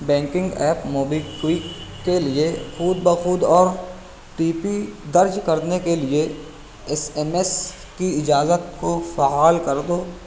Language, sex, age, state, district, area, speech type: Urdu, male, 18-30, Maharashtra, Nashik, urban, read